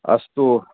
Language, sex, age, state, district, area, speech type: Sanskrit, male, 45-60, Karnataka, Vijayapura, urban, conversation